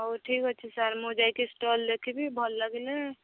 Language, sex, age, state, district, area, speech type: Odia, female, 30-45, Odisha, Subarnapur, urban, conversation